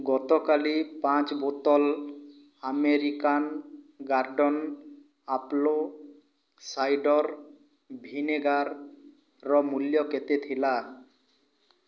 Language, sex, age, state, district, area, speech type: Odia, male, 45-60, Odisha, Boudh, rural, read